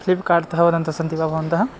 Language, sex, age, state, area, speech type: Sanskrit, male, 18-30, Bihar, rural, spontaneous